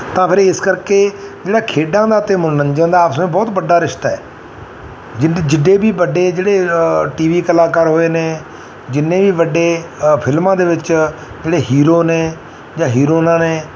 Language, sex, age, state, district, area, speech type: Punjabi, male, 45-60, Punjab, Mansa, urban, spontaneous